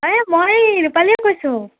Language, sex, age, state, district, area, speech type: Assamese, female, 30-45, Assam, Nagaon, rural, conversation